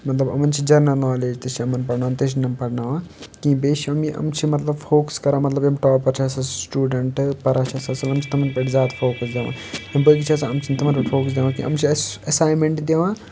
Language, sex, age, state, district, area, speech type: Kashmiri, male, 18-30, Jammu and Kashmir, Kupwara, urban, spontaneous